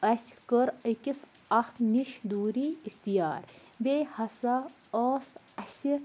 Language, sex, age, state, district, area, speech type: Kashmiri, female, 30-45, Jammu and Kashmir, Anantnag, rural, spontaneous